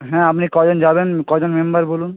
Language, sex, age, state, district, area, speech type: Bengali, male, 18-30, West Bengal, Jhargram, rural, conversation